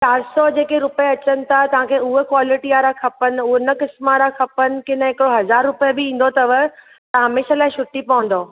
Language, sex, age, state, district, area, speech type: Sindhi, female, 45-60, Maharashtra, Thane, urban, conversation